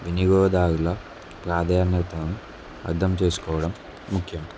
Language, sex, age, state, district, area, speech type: Telugu, male, 18-30, Telangana, Kamareddy, urban, spontaneous